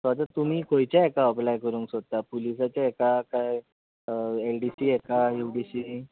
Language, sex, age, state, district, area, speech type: Goan Konkani, male, 18-30, Goa, Bardez, urban, conversation